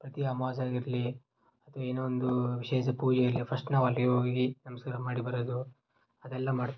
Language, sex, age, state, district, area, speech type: Kannada, male, 18-30, Karnataka, Koppal, rural, spontaneous